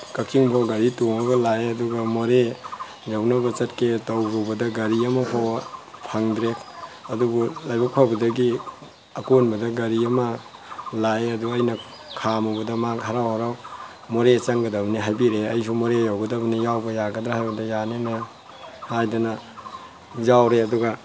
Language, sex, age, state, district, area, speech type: Manipuri, male, 45-60, Manipur, Tengnoupal, rural, spontaneous